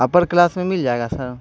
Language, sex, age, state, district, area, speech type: Urdu, male, 18-30, Bihar, Gaya, urban, spontaneous